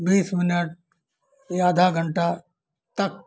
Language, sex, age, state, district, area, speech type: Hindi, male, 60+, Uttar Pradesh, Azamgarh, urban, spontaneous